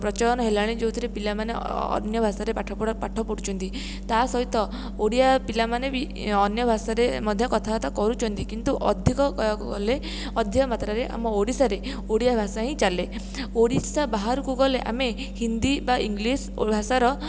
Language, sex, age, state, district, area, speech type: Odia, female, 18-30, Odisha, Jajpur, rural, spontaneous